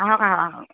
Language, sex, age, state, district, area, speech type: Assamese, female, 30-45, Assam, Darrang, rural, conversation